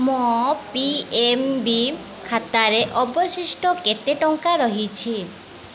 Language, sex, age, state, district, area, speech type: Odia, female, 18-30, Odisha, Mayurbhanj, rural, read